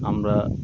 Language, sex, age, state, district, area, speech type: Bengali, male, 30-45, West Bengal, Birbhum, urban, spontaneous